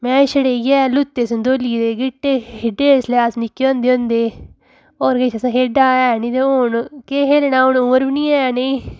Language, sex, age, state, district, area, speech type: Dogri, female, 30-45, Jammu and Kashmir, Udhampur, urban, spontaneous